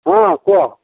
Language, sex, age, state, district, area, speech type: Odia, male, 60+, Odisha, Gajapati, rural, conversation